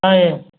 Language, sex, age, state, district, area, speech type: Manipuri, male, 30-45, Manipur, Thoubal, rural, conversation